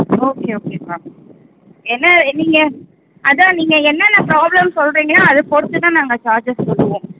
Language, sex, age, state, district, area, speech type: Tamil, female, 18-30, Tamil Nadu, Chengalpattu, rural, conversation